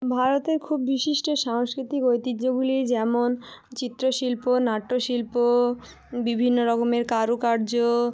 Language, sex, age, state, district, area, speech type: Bengali, female, 18-30, West Bengal, South 24 Parganas, rural, spontaneous